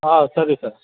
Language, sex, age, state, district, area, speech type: Kannada, male, 60+, Karnataka, Chamarajanagar, rural, conversation